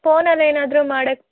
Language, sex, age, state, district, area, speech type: Kannada, female, 18-30, Karnataka, Chikkaballapur, rural, conversation